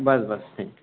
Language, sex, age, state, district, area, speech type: Marathi, male, 18-30, Maharashtra, Akola, rural, conversation